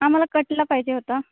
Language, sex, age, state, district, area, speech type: Marathi, female, 18-30, Maharashtra, Ratnagiri, urban, conversation